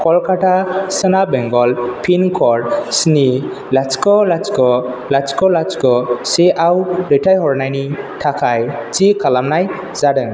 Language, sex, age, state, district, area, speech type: Bodo, male, 18-30, Assam, Kokrajhar, rural, read